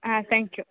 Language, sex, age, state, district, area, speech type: Kannada, female, 18-30, Karnataka, Kodagu, rural, conversation